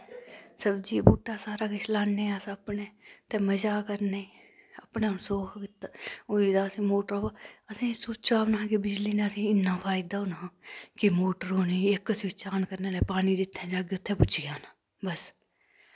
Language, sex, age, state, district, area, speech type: Dogri, female, 30-45, Jammu and Kashmir, Udhampur, rural, spontaneous